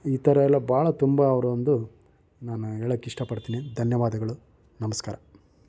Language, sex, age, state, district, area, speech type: Kannada, male, 45-60, Karnataka, Chitradurga, rural, spontaneous